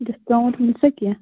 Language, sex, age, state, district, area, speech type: Kashmiri, female, 18-30, Jammu and Kashmir, Shopian, rural, conversation